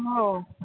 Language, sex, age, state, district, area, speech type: Marathi, female, 30-45, Maharashtra, Thane, urban, conversation